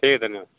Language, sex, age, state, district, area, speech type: Hindi, male, 30-45, Uttar Pradesh, Sonbhadra, rural, conversation